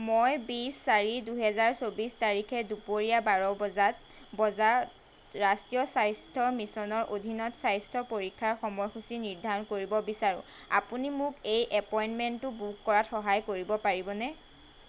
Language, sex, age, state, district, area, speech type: Assamese, female, 18-30, Assam, Golaghat, rural, read